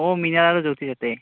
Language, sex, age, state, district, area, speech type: Assamese, male, 18-30, Assam, Nalbari, rural, conversation